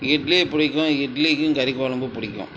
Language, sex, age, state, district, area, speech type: Tamil, male, 60+, Tamil Nadu, Dharmapuri, rural, spontaneous